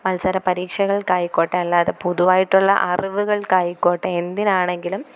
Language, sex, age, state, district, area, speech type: Malayalam, female, 18-30, Kerala, Thiruvananthapuram, rural, spontaneous